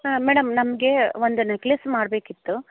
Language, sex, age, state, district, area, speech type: Kannada, female, 30-45, Karnataka, Gadag, rural, conversation